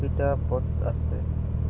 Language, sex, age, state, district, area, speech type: Assamese, male, 18-30, Assam, Goalpara, rural, spontaneous